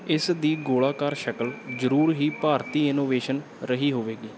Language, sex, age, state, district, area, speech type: Punjabi, male, 18-30, Punjab, Bathinda, urban, read